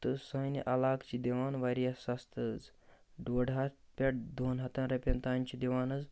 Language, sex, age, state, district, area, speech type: Kashmiri, male, 18-30, Jammu and Kashmir, Bandipora, rural, spontaneous